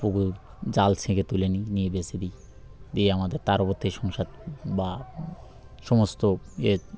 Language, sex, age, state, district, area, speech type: Bengali, male, 30-45, West Bengal, Birbhum, urban, spontaneous